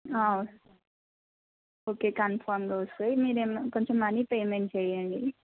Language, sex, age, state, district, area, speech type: Telugu, female, 18-30, Telangana, Mahabubabad, rural, conversation